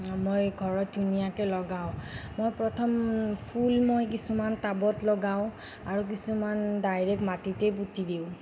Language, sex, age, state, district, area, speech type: Assamese, female, 45-60, Assam, Nagaon, rural, spontaneous